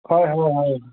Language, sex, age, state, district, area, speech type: Assamese, male, 60+, Assam, Tinsukia, urban, conversation